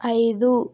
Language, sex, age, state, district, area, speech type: Telugu, female, 30-45, Andhra Pradesh, Vizianagaram, rural, read